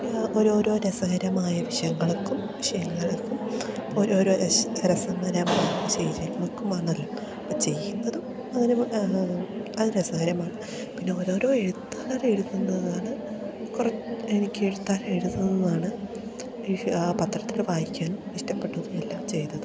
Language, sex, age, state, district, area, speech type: Malayalam, female, 18-30, Kerala, Idukki, rural, spontaneous